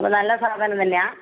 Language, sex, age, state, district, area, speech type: Malayalam, female, 60+, Kerala, Kannur, rural, conversation